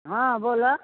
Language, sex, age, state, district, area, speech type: Maithili, female, 60+, Bihar, Begusarai, rural, conversation